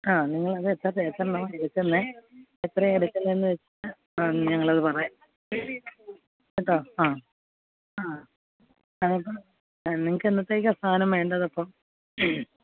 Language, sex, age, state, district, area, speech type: Malayalam, female, 60+, Kerala, Alappuzha, rural, conversation